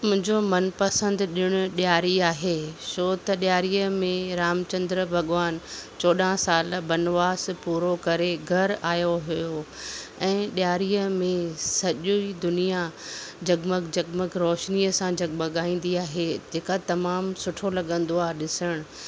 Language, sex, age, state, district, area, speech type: Sindhi, female, 45-60, Maharashtra, Thane, urban, spontaneous